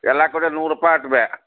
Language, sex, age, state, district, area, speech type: Kannada, male, 60+, Karnataka, Gadag, rural, conversation